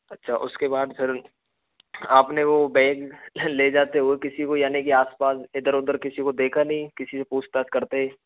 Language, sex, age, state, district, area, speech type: Hindi, male, 18-30, Rajasthan, Karauli, rural, conversation